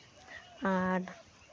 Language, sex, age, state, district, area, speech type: Santali, female, 18-30, West Bengal, Malda, rural, spontaneous